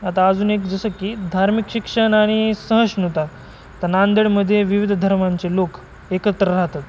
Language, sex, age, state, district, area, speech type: Marathi, male, 18-30, Maharashtra, Nanded, rural, spontaneous